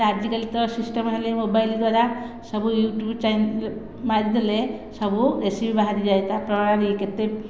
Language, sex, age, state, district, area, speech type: Odia, female, 45-60, Odisha, Khordha, rural, spontaneous